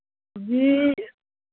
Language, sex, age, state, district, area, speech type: Hindi, male, 30-45, Bihar, Madhepura, rural, conversation